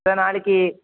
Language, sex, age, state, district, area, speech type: Tamil, female, 18-30, Tamil Nadu, Mayiladuthurai, urban, conversation